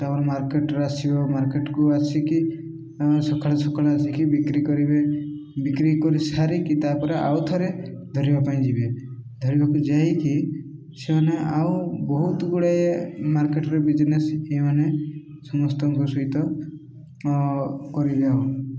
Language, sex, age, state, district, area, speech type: Odia, male, 30-45, Odisha, Koraput, urban, spontaneous